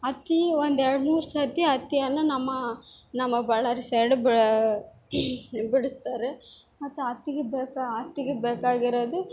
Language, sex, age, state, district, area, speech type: Kannada, female, 18-30, Karnataka, Bellary, urban, spontaneous